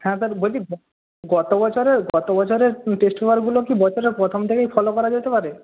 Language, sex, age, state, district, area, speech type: Bengali, male, 45-60, West Bengal, Jhargram, rural, conversation